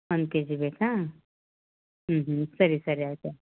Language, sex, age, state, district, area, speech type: Kannada, female, 30-45, Karnataka, Gulbarga, urban, conversation